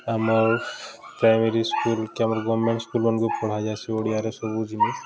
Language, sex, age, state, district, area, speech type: Odia, male, 30-45, Odisha, Bargarh, urban, spontaneous